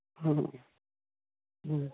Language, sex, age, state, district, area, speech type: Manipuri, female, 60+, Manipur, Imphal East, rural, conversation